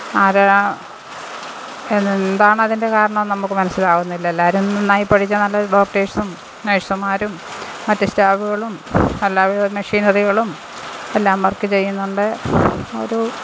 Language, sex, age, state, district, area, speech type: Malayalam, female, 60+, Kerala, Pathanamthitta, rural, spontaneous